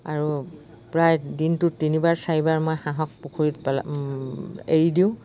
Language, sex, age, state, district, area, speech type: Assamese, female, 60+, Assam, Dibrugarh, rural, spontaneous